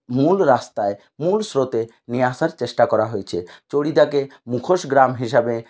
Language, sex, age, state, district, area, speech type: Bengali, male, 60+, West Bengal, Purulia, rural, spontaneous